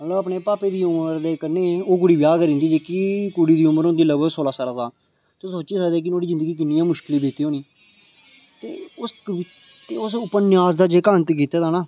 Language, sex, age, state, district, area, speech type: Dogri, male, 18-30, Jammu and Kashmir, Reasi, rural, spontaneous